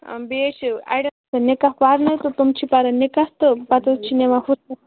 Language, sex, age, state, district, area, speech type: Kashmiri, female, 45-60, Jammu and Kashmir, Kupwara, urban, conversation